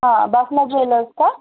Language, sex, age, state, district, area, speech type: Marathi, female, 30-45, Maharashtra, Nanded, rural, conversation